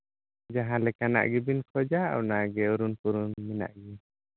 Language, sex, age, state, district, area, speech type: Santali, male, 30-45, Jharkhand, East Singhbhum, rural, conversation